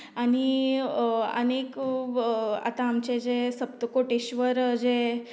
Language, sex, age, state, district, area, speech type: Goan Konkani, female, 18-30, Goa, Canacona, rural, spontaneous